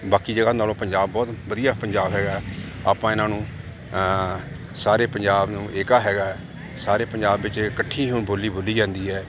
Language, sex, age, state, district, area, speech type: Punjabi, male, 45-60, Punjab, Jalandhar, urban, spontaneous